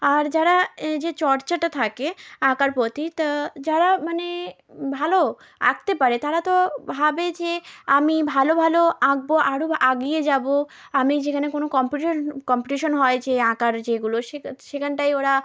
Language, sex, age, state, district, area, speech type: Bengali, female, 18-30, West Bengal, South 24 Parganas, rural, spontaneous